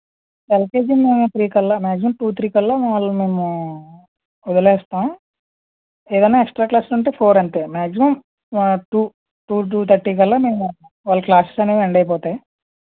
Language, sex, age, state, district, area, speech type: Telugu, male, 60+, Andhra Pradesh, East Godavari, rural, conversation